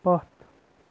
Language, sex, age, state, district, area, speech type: Kashmiri, male, 18-30, Jammu and Kashmir, Bandipora, rural, read